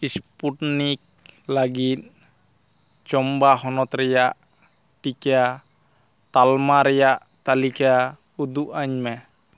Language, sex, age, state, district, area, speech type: Santali, male, 18-30, West Bengal, Purulia, rural, read